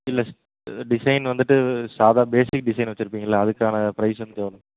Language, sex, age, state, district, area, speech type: Tamil, male, 30-45, Tamil Nadu, Namakkal, rural, conversation